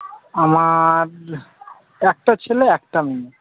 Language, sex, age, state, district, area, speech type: Bengali, male, 18-30, West Bengal, Howrah, urban, conversation